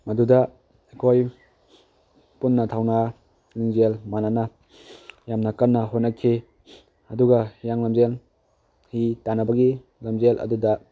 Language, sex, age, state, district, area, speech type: Manipuri, male, 18-30, Manipur, Tengnoupal, rural, spontaneous